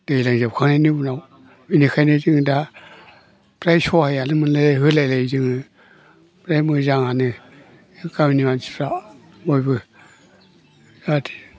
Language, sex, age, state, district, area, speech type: Bodo, male, 60+, Assam, Chirang, urban, spontaneous